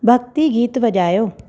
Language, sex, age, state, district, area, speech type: Sindhi, female, 30-45, Maharashtra, Thane, urban, read